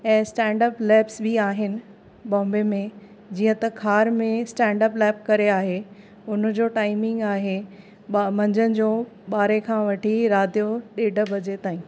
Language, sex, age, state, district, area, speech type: Sindhi, female, 30-45, Maharashtra, Thane, urban, spontaneous